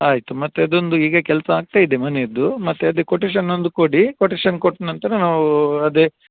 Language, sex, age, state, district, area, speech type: Kannada, male, 45-60, Karnataka, Udupi, rural, conversation